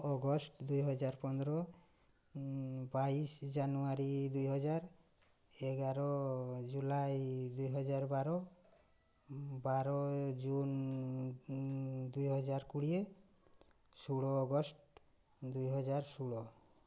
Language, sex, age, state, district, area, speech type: Odia, male, 45-60, Odisha, Mayurbhanj, rural, spontaneous